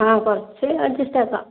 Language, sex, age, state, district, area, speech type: Malayalam, male, 45-60, Kerala, Wayanad, rural, conversation